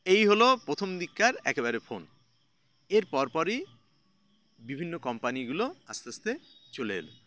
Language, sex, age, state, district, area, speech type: Bengali, male, 30-45, West Bengal, Howrah, urban, spontaneous